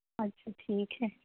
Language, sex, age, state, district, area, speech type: Urdu, female, 18-30, Uttar Pradesh, Mirzapur, rural, conversation